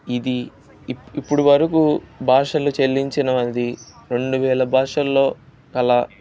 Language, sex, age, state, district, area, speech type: Telugu, male, 18-30, Andhra Pradesh, Bapatla, rural, spontaneous